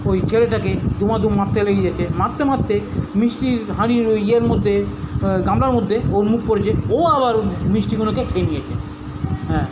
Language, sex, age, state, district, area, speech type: Bengali, male, 45-60, West Bengal, South 24 Parganas, urban, spontaneous